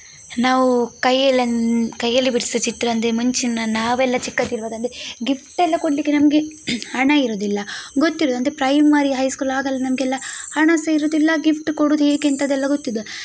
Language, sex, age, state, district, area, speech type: Kannada, female, 18-30, Karnataka, Udupi, rural, spontaneous